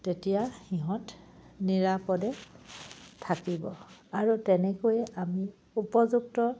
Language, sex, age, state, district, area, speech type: Assamese, female, 30-45, Assam, Charaideo, rural, spontaneous